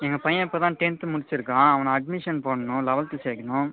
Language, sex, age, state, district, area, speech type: Tamil, male, 18-30, Tamil Nadu, Cuddalore, rural, conversation